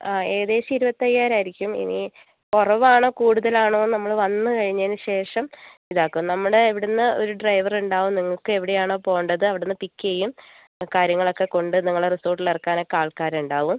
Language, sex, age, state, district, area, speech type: Malayalam, female, 45-60, Kerala, Wayanad, rural, conversation